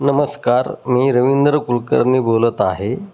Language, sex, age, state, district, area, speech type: Marathi, male, 30-45, Maharashtra, Osmanabad, rural, spontaneous